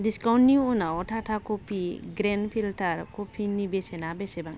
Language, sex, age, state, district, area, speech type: Bodo, female, 45-60, Assam, Baksa, rural, read